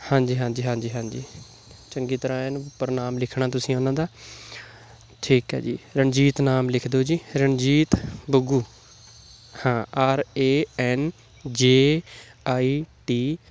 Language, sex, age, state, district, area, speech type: Punjabi, male, 18-30, Punjab, Patiala, rural, spontaneous